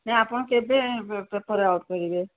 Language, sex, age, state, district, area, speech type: Odia, female, 60+, Odisha, Gajapati, rural, conversation